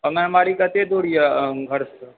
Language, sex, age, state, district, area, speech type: Maithili, male, 30-45, Bihar, Supaul, urban, conversation